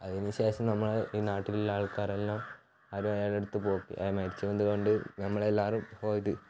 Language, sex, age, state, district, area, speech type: Malayalam, male, 18-30, Kerala, Kannur, rural, spontaneous